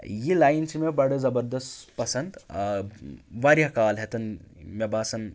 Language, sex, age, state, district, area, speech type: Kashmiri, male, 30-45, Jammu and Kashmir, Anantnag, rural, spontaneous